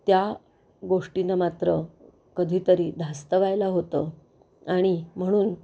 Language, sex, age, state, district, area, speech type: Marathi, female, 45-60, Maharashtra, Pune, urban, spontaneous